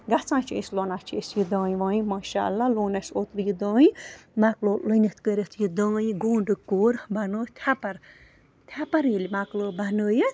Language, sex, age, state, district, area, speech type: Kashmiri, female, 30-45, Jammu and Kashmir, Bandipora, rural, spontaneous